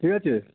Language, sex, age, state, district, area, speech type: Bengali, male, 30-45, West Bengal, Howrah, urban, conversation